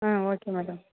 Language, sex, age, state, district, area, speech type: Tamil, female, 45-60, Tamil Nadu, Thanjavur, rural, conversation